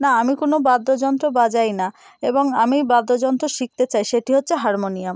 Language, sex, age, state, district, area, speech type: Bengali, female, 18-30, West Bengal, North 24 Parganas, rural, spontaneous